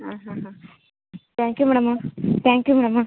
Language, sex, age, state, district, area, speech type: Kannada, female, 30-45, Karnataka, Uttara Kannada, rural, conversation